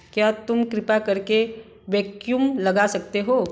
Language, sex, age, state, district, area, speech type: Hindi, female, 45-60, Uttar Pradesh, Varanasi, urban, read